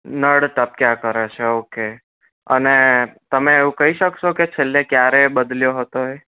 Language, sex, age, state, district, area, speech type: Gujarati, male, 18-30, Gujarat, Anand, urban, conversation